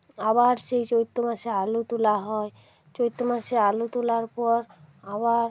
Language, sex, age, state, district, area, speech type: Bengali, female, 45-60, West Bengal, North 24 Parganas, rural, spontaneous